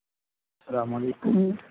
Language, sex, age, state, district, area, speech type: Urdu, male, 45-60, Delhi, South Delhi, urban, conversation